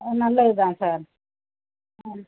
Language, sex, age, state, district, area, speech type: Tamil, female, 45-60, Tamil Nadu, Thanjavur, rural, conversation